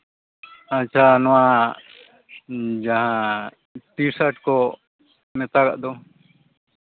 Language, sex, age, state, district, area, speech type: Santali, male, 45-60, Jharkhand, East Singhbhum, rural, conversation